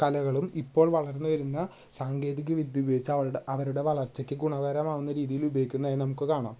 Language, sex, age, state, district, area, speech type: Malayalam, male, 18-30, Kerala, Thrissur, urban, spontaneous